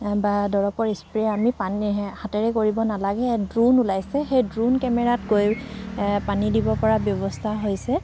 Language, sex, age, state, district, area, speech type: Assamese, female, 45-60, Assam, Dibrugarh, rural, spontaneous